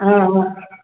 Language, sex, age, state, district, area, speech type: Sanskrit, male, 30-45, Telangana, Medak, rural, conversation